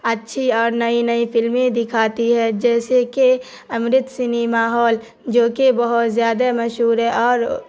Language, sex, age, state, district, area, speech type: Urdu, female, 18-30, Bihar, Darbhanga, rural, spontaneous